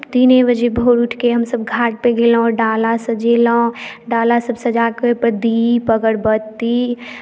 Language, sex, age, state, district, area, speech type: Maithili, female, 18-30, Bihar, Madhubani, rural, spontaneous